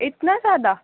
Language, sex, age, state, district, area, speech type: Urdu, female, 30-45, Uttar Pradesh, Lucknow, rural, conversation